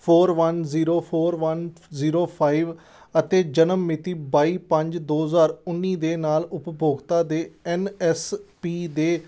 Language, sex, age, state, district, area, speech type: Punjabi, male, 30-45, Punjab, Amritsar, urban, read